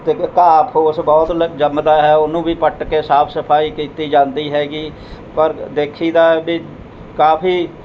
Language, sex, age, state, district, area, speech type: Punjabi, male, 60+, Punjab, Mohali, rural, spontaneous